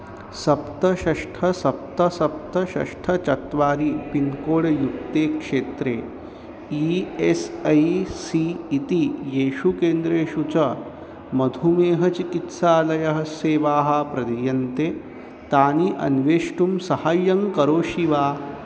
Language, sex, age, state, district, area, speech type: Sanskrit, male, 18-30, Maharashtra, Chandrapur, urban, read